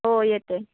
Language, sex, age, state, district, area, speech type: Marathi, female, 18-30, Maharashtra, Sindhudurg, urban, conversation